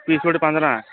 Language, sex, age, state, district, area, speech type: Odia, male, 45-60, Odisha, Gajapati, rural, conversation